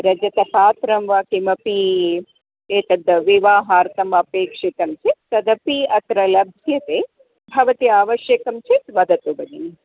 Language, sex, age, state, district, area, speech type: Sanskrit, female, 45-60, Karnataka, Dharwad, urban, conversation